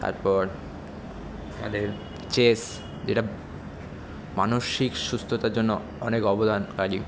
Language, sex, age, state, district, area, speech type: Bengali, male, 18-30, West Bengal, Kolkata, urban, spontaneous